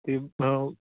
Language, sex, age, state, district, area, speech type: Punjabi, male, 18-30, Punjab, Patiala, rural, conversation